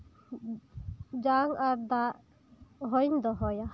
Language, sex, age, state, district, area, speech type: Santali, female, 18-30, West Bengal, Birbhum, rural, spontaneous